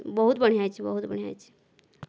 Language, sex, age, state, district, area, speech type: Odia, female, 60+, Odisha, Boudh, rural, spontaneous